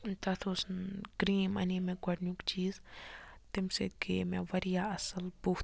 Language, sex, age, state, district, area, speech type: Kashmiri, female, 30-45, Jammu and Kashmir, Budgam, rural, spontaneous